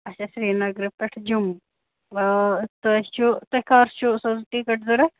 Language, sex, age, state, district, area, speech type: Kashmiri, female, 18-30, Jammu and Kashmir, Ganderbal, rural, conversation